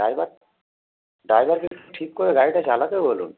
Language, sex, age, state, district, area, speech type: Bengali, male, 30-45, West Bengal, Howrah, urban, conversation